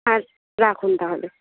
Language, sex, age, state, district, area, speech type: Bengali, female, 18-30, West Bengal, Uttar Dinajpur, urban, conversation